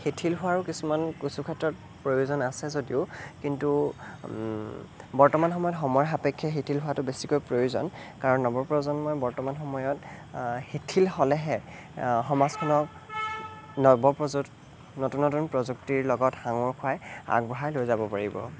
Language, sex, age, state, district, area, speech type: Assamese, male, 18-30, Assam, Sonitpur, rural, spontaneous